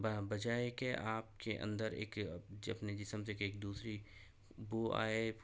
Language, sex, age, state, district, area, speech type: Urdu, male, 45-60, Telangana, Hyderabad, urban, spontaneous